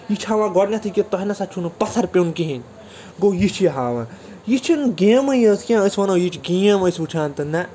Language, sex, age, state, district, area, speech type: Kashmiri, male, 18-30, Jammu and Kashmir, Ganderbal, rural, spontaneous